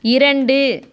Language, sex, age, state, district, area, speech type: Tamil, female, 30-45, Tamil Nadu, Cuddalore, rural, read